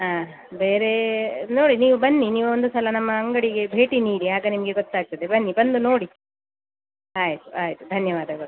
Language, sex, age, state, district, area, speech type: Kannada, female, 45-60, Karnataka, Dakshina Kannada, rural, conversation